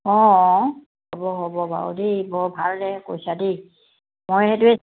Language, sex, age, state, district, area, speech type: Assamese, female, 60+, Assam, Dibrugarh, rural, conversation